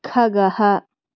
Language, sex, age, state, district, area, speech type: Sanskrit, other, 18-30, Andhra Pradesh, Chittoor, urban, read